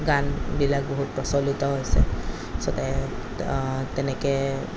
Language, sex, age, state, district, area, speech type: Assamese, female, 30-45, Assam, Kamrup Metropolitan, urban, spontaneous